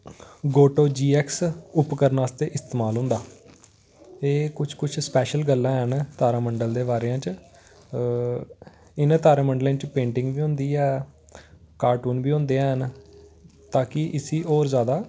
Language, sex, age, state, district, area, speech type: Dogri, male, 18-30, Jammu and Kashmir, Kathua, rural, spontaneous